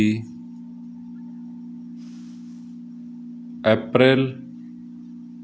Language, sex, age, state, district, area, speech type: Punjabi, male, 18-30, Punjab, Fazilka, rural, spontaneous